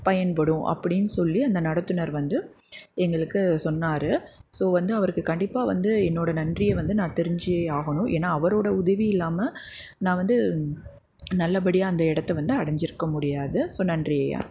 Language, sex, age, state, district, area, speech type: Tamil, female, 18-30, Tamil Nadu, Madurai, urban, spontaneous